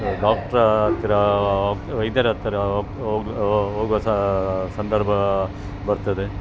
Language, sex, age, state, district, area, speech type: Kannada, male, 45-60, Karnataka, Dakshina Kannada, rural, spontaneous